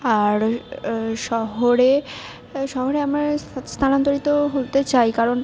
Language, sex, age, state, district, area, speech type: Bengali, female, 60+, West Bengal, Purba Bardhaman, urban, spontaneous